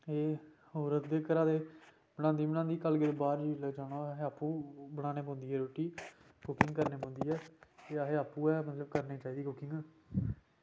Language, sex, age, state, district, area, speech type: Dogri, male, 18-30, Jammu and Kashmir, Samba, rural, spontaneous